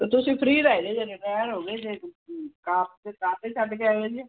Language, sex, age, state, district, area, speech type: Punjabi, female, 60+, Punjab, Fazilka, rural, conversation